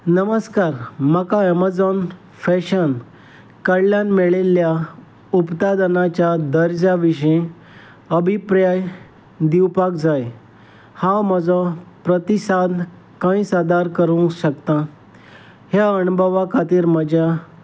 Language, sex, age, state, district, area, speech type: Goan Konkani, male, 45-60, Goa, Salcete, rural, read